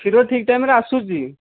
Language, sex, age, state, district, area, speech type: Odia, male, 18-30, Odisha, Nayagarh, rural, conversation